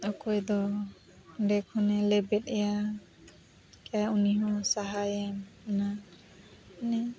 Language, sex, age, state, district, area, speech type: Santali, female, 45-60, Odisha, Mayurbhanj, rural, spontaneous